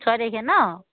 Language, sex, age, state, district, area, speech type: Assamese, female, 30-45, Assam, Charaideo, rural, conversation